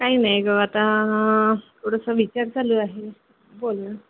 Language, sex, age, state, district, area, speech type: Marathi, female, 30-45, Maharashtra, Thane, urban, conversation